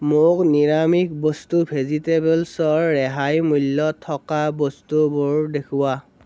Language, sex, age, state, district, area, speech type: Assamese, male, 18-30, Assam, Morigaon, rural, read